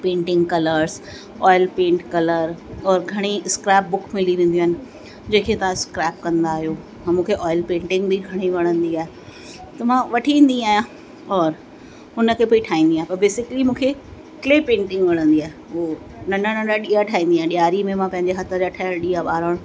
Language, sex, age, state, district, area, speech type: Sindhi, female, 45-60, Uttar Pradesh, Lucknow, rural, spontaneous